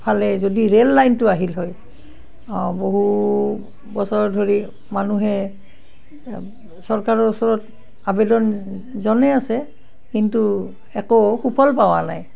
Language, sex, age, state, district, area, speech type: Assamese, female, 60+, Assam, Barpeta, rural, spontaneous